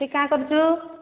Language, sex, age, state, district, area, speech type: Odia, female, 30-45, Odisha, Boudh, rural, conversation